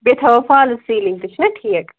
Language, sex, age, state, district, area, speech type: Kashmiri, female, 30-45, Jammu and Kashmir, Ganderbal, rural, conversation